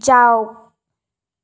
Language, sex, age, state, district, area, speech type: Assamese, female, 18-30, Assam, Sonitpur, rural, read